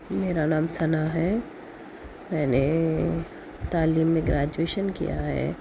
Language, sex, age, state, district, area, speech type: Urdu, female, 30-45, Telangana, Hyderabad, urban, spontaneous